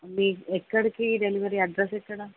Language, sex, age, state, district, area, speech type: Telugu, female, 18-30, Telangana, Jayashankar, urban, conversation